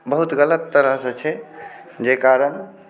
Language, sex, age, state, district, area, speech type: Maithili, male, 30-45, Bihar, Saharsa, rural, spontaneous